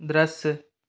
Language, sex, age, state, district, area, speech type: Hindi, male, 45-60, Rajasthan, Jaipur, urban, read